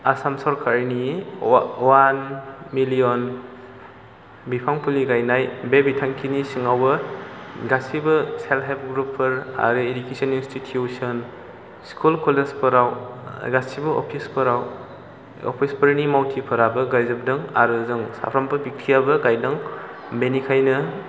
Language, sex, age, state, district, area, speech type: Bodo, male, 18-30, Assam, Chirang, rural, spontaneous